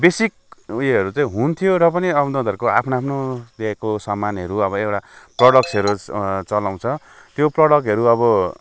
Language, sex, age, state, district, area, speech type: Nepali, male, 45-60, West Bengal, Kalimpong, rural, spontaneous